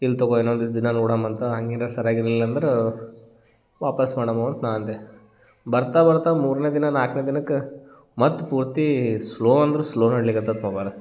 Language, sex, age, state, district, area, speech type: Kannada, male, 30-45, Karnataka, Gulbarga, urban, spontaneous